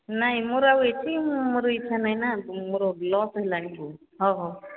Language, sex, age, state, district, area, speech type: Odia, female, 45-60, Odisha, Sambalpur, rural, conversation